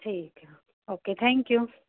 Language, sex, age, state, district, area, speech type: Punjabi, female, 30-45, Punjab, Fazilka, urban, conversation